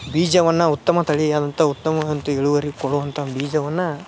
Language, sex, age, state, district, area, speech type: Kannada, male, 18-30, Karnataka, Dharwad, rural, spontaneous